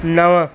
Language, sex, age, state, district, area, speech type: Sindhi, female, 45-60, Maharashtra, Thane, urban, read